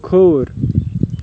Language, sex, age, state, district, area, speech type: Kashmiri, male, 18-30, Jammu and Kashmir, Kupwara, urban, read